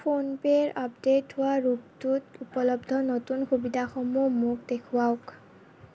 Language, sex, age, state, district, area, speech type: Assamese, female, 18-30, Assam, Kamrup Metropolitan, urban, read